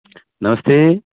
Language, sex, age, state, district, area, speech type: Nepali, male, 45-60, West Bengal, Kalimpong, rural, conversation